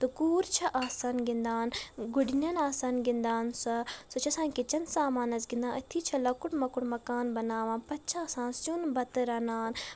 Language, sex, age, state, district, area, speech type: Kashmiri, female, 18-30, Jammu and Kashmir, Budgam, rural, spontaneous